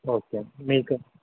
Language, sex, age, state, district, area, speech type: Telugu, male, 30-45, Telangana, Mancherial, rural, conversation